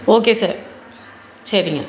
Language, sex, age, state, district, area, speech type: Tamil, female, 45-60, Tamil Nadu, Salem, urban, spontaneous